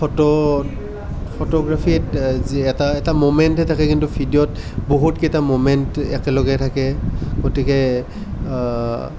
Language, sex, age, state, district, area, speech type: Assamese, male, 18-30, Assam, Nalbari, rural, spontaneous